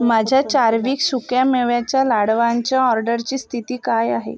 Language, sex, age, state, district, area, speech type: Marathi, female, 30-45, Maharashtra, Amravati, rural, read